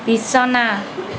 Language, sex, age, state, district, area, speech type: Assamese, female, 45-60, Assam, Kamrup Metropolitan, urban, read